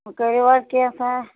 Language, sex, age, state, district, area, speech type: Kashmiri, female, 45-60, Jammu and Kashmir, Ganderbal, rural, conversation